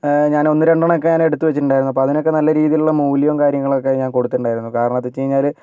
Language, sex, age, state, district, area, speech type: Malayalam, male, 45-60, Kerala, Kozhikode, urban, spontaneous